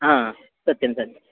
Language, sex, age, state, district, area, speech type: Sanskrit, male, 30-45, Kerala, Kannur, rural, conversation